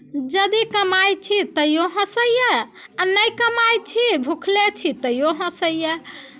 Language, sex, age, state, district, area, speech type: Maithili, female, 45-60, Bihar, Muzaffarpur, urban, spontaneous